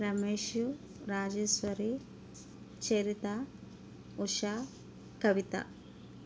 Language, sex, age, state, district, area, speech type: Telugu, female, 60+, Andhra Pradesh, N T Rama Rao, urban, spontaneous